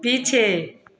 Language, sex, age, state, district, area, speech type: Hindi, female, 30-45, Bihar, Samastipur, rural, read